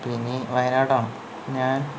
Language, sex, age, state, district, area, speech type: Malayalam, male, 30-45, Kerala, Palakkad, urban, spontaneous